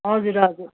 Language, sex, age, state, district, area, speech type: Nepali, female, 45-60, West Bengal, Darjeeling, rural, conversation